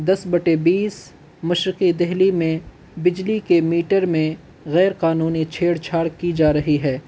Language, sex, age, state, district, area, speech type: Urdu, male, 18-30, Delhi, North East Delhi, urban, spontaneous